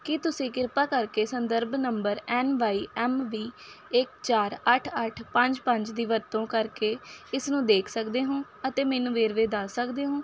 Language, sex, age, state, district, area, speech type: Punjabi, female, 18-30, Punjab, Faridkot, urban, read